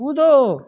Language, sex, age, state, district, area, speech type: Hindi, male, 18-30, Uttar Pradesh, Azamgarh, rural, read